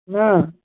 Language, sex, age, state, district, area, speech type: Bengali, male, 18-30, West Bengal, Hooghly, urban, conversation